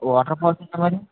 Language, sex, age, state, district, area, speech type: Telugu, male, 45-60, Andhra Pradesh, East Godavari, urban, conversation